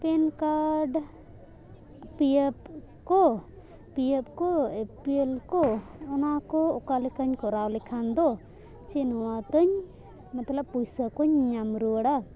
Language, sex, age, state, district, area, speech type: Santali, female, 18-30, Jharkhand, Bokaro, rural, spontaneous